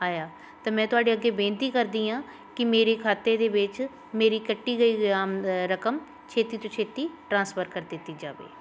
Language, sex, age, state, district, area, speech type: Punjabi, female, 30-45, Punjab, Shaheed Bhagat Singh Nagar, urban, spontaneous